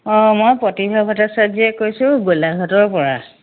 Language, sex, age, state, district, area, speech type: Assamese, female, 45-60, Assam, Tinsukia, urban, conversation